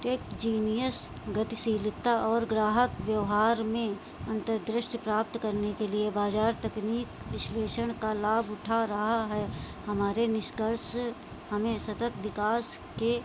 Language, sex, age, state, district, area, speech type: Hindi, female, 45-60, Uttar Pradesh, Sitapur, rural, read